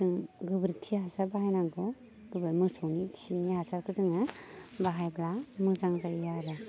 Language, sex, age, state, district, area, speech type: Bodo, female, 18-30, Assam, Baksa, rural, spontaneous